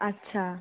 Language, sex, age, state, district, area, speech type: Bengali, female, 18-30, West Bengal, Jalpaiguri, rural, conversation